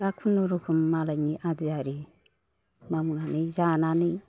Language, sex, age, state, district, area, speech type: Bodo, male, 60+, Assam, Chirang, rural, spontaneous